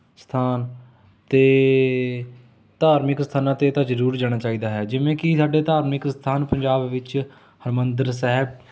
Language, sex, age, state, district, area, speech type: Punjabi, male, 18-30, Punjab, Rupnagar, rural, spontaneous